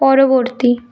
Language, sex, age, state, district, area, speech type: Bengali, female, 30-45, West Bengal, Purba Medinipur, rural, read